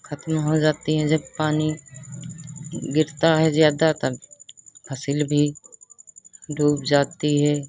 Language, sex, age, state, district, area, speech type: Hindi, female, 60+, Uttar Pradesh, Lucknow, urban, spontaneous